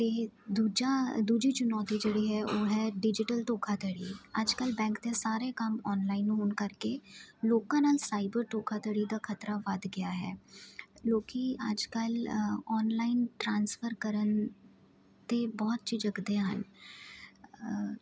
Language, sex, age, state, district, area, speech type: Punjabi, female, 30-45, Punjab, Jalandhar, urban, spontaneous